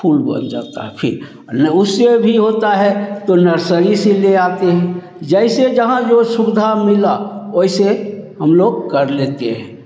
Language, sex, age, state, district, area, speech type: Hindi, male, 60+, Bihar, Begusarai, rural, spontaneous